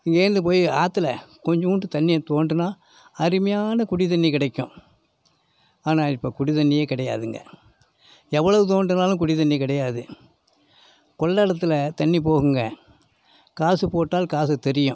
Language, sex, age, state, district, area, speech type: Tamil, male, 60+, Tamil Nadu, Thanjavur, rural, spontaneous